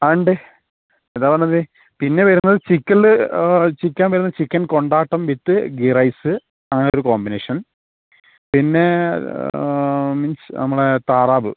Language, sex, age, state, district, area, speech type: Malayalam, female, 30-45, Kerala, Kozhikode, urban, conversation